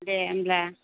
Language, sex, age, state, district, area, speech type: Bodo, female, 18-30, Assam, Chirang, urban, conversation